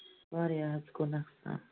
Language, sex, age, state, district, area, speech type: Kashmiri, female, 45-60, Jammu and Kashmir, Ganderbal, rural, conversation